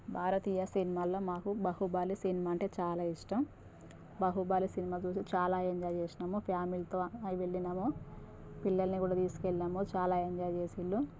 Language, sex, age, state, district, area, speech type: Telugu, female, 30-45, Telangana, Jangaon, rural, spontaneous